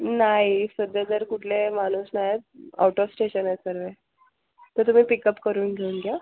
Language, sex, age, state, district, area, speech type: Marathi, female, 18-30, Maharashtra, Thane, urban, conversation